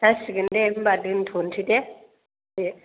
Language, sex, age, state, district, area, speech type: Bodo, female, 18-30, Assam, Kokrajhar, rural, conversation